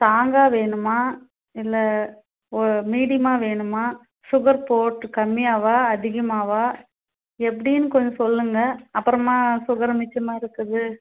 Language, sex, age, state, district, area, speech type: Tamil, female, 30-45, Tamil Nadu, Tirupattur, rural, conversation